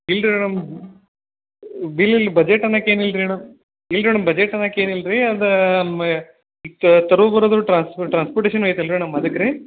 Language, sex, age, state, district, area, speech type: Kannada, male, 18-30, Karnataka, Belgaum, rural, conversation